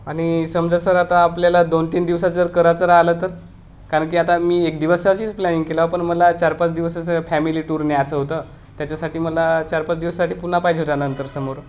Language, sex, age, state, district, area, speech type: Marathi, male, 18-30, Maharashtra, Gadchiroli, rural, spontaneous